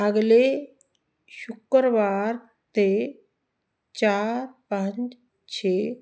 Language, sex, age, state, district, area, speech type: Punjabi, female, 45-60, Punjab, Muktsar, urban, read